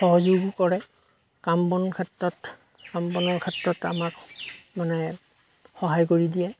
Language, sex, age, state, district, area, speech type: Assamese, male, 45-60, Assam, Darrang, rural, spontaneous